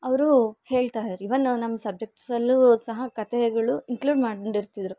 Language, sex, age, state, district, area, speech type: Kannada, female, 18-30, Karnataka, Bangalore Rural, urban, spontaneous